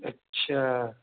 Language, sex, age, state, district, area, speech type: Hindi, male, 60+, Madhya Pradesh, Gwalior, rural, conversation